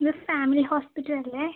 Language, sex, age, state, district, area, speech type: Malayalam, female, 18-30, Kerala, Kozhikode, urban, conversation